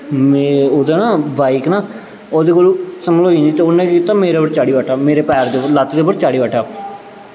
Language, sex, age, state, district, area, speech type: Dogri, male, 18-30, Jammu and Kashmir, Jammu, urban, spontaneous